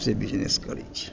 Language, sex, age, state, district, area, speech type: Maithili, male, 45-60, Bihar, Madhubani, rural, spontaneous